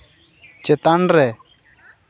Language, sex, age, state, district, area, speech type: Santali, male, 18-30, West Bengal, Malda, rural, read